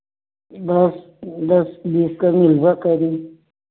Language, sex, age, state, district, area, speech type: Hindi, female, 60+, Uttar Pradesh, Varanasi, rural, conversation